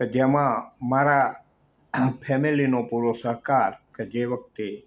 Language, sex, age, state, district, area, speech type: Gujarati, male, 60+, Gujarat, Morbi, rural, spontaneous